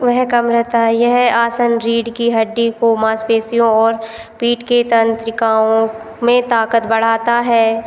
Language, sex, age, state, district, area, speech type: Hindi, female, 18-30, Madhya Pradesh, Hoshangabad, rural, spontaneous